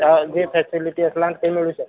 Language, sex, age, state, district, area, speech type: Marathi, male, 30-45, Maharashtra, Akola, urban, conversation